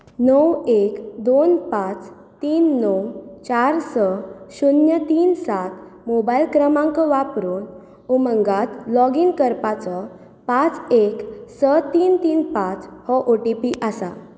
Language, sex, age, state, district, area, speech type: Goan Konkani, female, 18-30, Goa, Bardez, urban, read